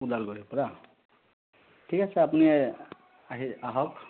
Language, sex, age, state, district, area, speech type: Assamese, male, 30-45, Assam, Sonitpur, rural, conversation